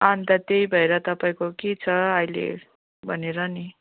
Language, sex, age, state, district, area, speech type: Nepali, female, 30-45, West Bengal, Kalimpong, rural, conversation